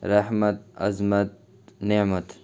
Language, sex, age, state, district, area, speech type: Urdu, male, 30-45, Bihar, Khagaria, rural, spontaneous